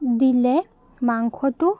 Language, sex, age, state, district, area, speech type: Assamese, female, 30-45, Assam, Charaideo, urban, spontaneous